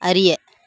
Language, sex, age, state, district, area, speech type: Tamil, female, 45-60, Tamil Nadu, Thoothukudi, rural, read